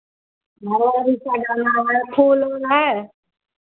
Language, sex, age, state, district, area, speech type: Hindi, female, 45-60, Bihar, Madhepura, rural, conversation